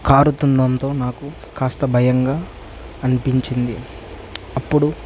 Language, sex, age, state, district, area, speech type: Telugu, male, 18-30, Telangana, Nagarkurnool, rural, spontaneous